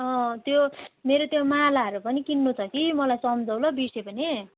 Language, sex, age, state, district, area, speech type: Nepali, female, 18-30, West Bengal, Jalpaiguri, urban, conversation